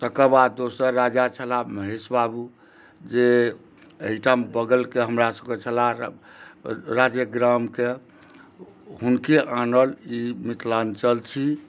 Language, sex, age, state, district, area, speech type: Maithili, male, 60+, Bihar, Madhubani, rural, spontaneous